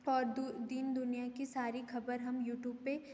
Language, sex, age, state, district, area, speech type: Hindi, female, 18-30, Madhya Pradesh, Betul, urban, spontaneous